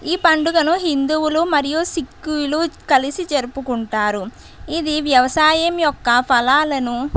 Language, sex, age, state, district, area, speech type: Telugu, female, 45-60, Andhra Pradesh, East Godavari, urban, spontaneous